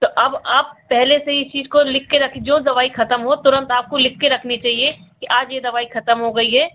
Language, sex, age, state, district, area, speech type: Hindi, female, 60+, Uttar Pradesh, Sitapur, rural, conversation